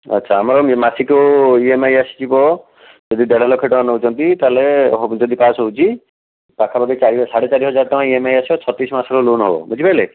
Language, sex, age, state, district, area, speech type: Odia, male, 45-60, Odisha, Bhadrak, rural, conversation